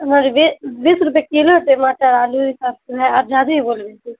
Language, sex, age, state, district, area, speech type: Urdu, female, 18-30, Bihar, Saharsa, rural, conversation